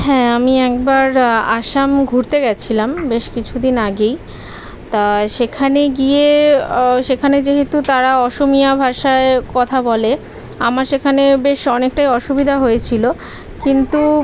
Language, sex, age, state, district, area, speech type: Bengali, female, 30-45, West Bengal, Kolkata, urban, spontaneous